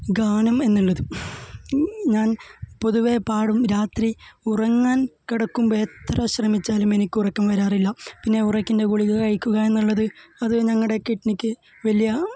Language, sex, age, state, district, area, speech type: Malayalam, male, 18-30, Kerala, Kasaragod, rural, spontaneous